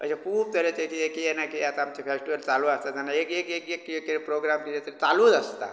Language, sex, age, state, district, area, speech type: Goan Konkani, male, 45-60, Goa, Bardez, rural, spontaneous